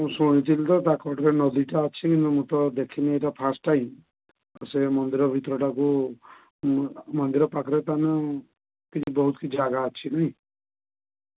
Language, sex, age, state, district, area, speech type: Odia, male, 30-45, Odisha, Balasore, rural, conversation